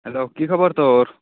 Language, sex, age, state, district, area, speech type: Assamese, male, 18-30, Assam, Barpeta, rural, conversation